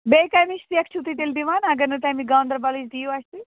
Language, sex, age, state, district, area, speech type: Kashmiri, female, 45-60, Jammu and Kashmir, Ganderbal, rural, conversation